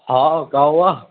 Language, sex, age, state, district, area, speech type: Urdu, male, 60+, Delhi, Central Delhi, urban, conversation